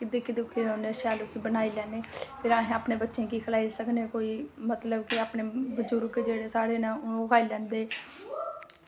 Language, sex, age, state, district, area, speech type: Dogri, female, 30-45, Jammu and Kashmir, Samba, rural, spontaneous